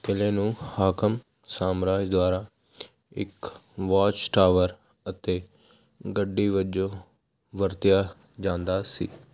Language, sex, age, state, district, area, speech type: Punjabi, male, 18-30, Punjab, Hoshiarpur, rural, read